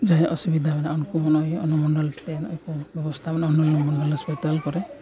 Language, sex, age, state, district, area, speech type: Santali, male, 45-60, Jharkhand, East Singhbhum, rural, spontaneous